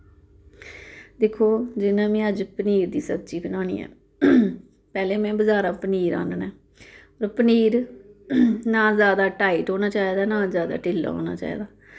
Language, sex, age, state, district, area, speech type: Dogri, female, 30-45, Jammu and Kashmir, Samba, rural, spontaneous